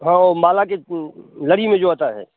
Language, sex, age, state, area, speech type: Hindi, male, 60+, Bihar, urban, conversation